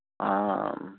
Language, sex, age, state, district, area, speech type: Punjabi, male, 60+, Punjab, Firozpur, urban, conversation